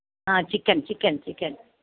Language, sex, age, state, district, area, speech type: Malayalam, female, 45-60, Kerala, Pathanamthitta, rural, conversation